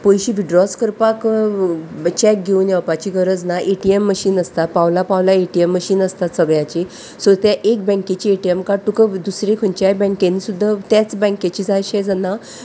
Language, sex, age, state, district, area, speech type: Goan Konkani, female, 45-60, Goa, Salcete, urban, spontaneous